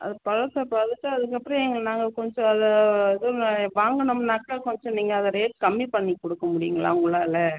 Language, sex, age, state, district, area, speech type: Tamil, female, 30-45, Tamil Nadu, Tiruchirappalli, rural, conversation